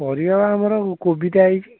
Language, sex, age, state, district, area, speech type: Odia, male, 18-30, Odisha, Puri, urban, conversation